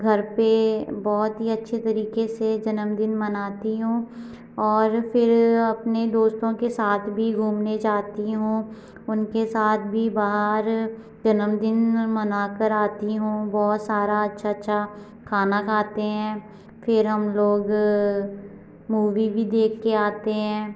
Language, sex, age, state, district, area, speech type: Hindi, female, 18-30, Madhya Pradesh, Gwalior, rural, spontaneous